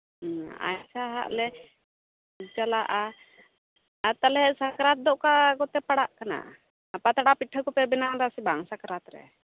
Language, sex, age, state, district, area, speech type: Santali, female, 18-30, West Bengal, Uttar Dinajpur, rural, conversation